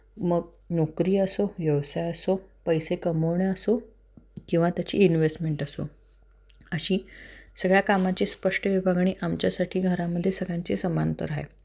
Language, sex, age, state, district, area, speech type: Marathi, female, 30-45, Maharashtra, Satara, urban, spontaneous